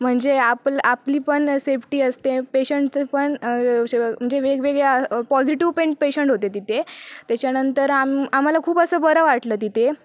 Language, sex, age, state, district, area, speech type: Marathi, female, 18-30, Maharashtra, Sindhudurg, rural, spontaneous